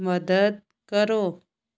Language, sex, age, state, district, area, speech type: Punjabi, female, 60+, Punjab, Shaheed Bhagat Singh Nagar, rural, read